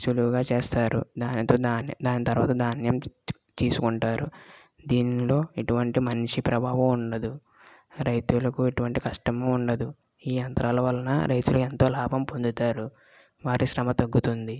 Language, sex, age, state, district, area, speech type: Telugu, female, 18-30, Andhra Pradesh, West Godavari, rural, spontaneous